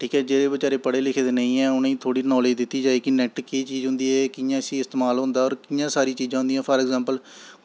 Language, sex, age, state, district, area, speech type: Dogri, male, 18-30, Jammu and Kashmir, Samba, rural, spontaneous